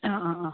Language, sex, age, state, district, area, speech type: Malayalam, female, 18-30, Kerala, Wayanad, rural, conversation